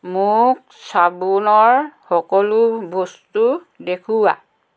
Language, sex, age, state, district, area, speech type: Assamese, female, 60+, Assam, Dhemaji, rural, read